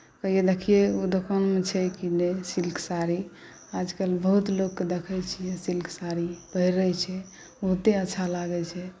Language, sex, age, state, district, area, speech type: Maithili, female, 45-60, Bihar, Saharsa, rural, spontaneous